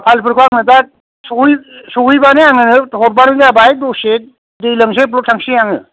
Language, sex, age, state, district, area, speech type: Bodo, male, 45-60, Assam, Chirang, rural, conversation